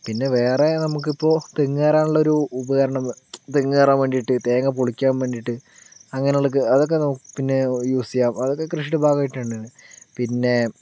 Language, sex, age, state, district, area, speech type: Malayalam, male, 60+, Kerala, Palakkad, rural, spontaneous